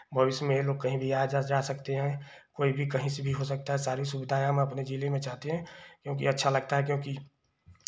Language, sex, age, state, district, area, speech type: Hindi, male, 30-45, Uttar Pradesh, Chandauli, urban, spontaneous